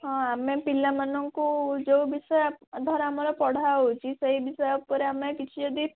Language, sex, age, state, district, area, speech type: Odia, female, 18-30, Odisha, Cuttack, urban, conversation